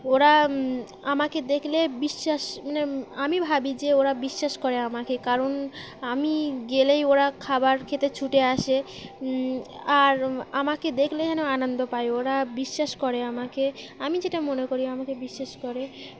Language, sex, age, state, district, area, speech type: Bengali, female, 18-30, West Bengal, Birbhum, urban, spontaneous